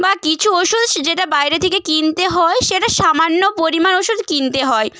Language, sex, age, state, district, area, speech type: Bengali, female, 18-30, West Bengal, Purba Medinipur, rural, spontaneous